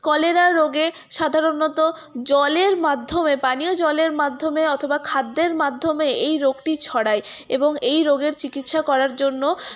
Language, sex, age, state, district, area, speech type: Bengali, female, 18-30, West Bengal, Paschim Bardhaman, rural, spontaneous